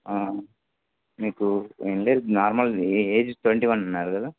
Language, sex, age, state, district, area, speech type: Telugu, male, 18-30, Telangana, Wanaparthy, urban, conversation